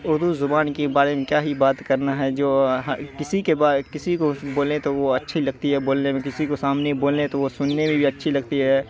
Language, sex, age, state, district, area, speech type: Urdu, male, 18-30, Bihar, Saharsa, rural, spontaneous